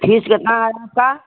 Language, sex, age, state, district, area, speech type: Hindi, female, 60+, Uttar Pradesh, Chandauli, rural, conversation